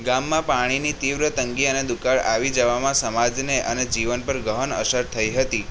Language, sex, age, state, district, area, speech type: Gujarati, male, 18-30, Gujarat, Kheda, rural, spontaneous